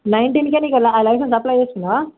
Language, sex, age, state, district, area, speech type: Telugu, male, 18-30, Telangana, Adilabad, urban, conversation